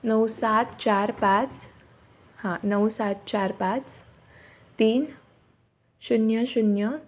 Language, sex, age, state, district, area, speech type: Marathi, female, 18-30, Maharashtra, Nashik, urban, spontaneous